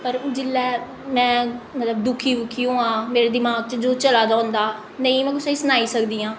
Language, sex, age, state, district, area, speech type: Dogri, female, 18-30, Jammu and Kashmir, Jammu, urban, spontaneous